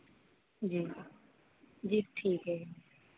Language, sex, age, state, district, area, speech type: Hindi, female, 18-30, Madhya Pradesh, Hoshangabad, urban, conversation